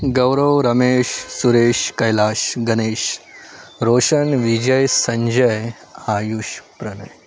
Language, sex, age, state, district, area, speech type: Marathi, male, 18-30, Maharashtra, Nagpur, rural, spontaneous